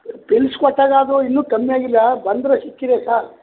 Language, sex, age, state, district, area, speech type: Kannada, male, 60+, Karnataka, Chamarajanagar, rural, conversation